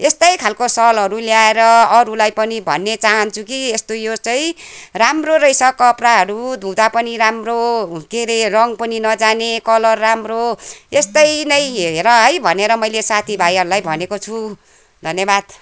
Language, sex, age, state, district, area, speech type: Nepali, female, 60+, West Bengal, Kalimpong, rural, spontaneous